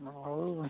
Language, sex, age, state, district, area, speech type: Odia, male, 18-30, Odisha, Puri, urban, conversation